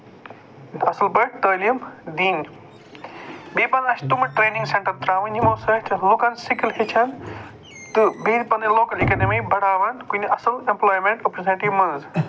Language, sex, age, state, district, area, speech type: Kashmiri, male, 45-60, Jammu and Kashmir, Budgam, urban, spontaneous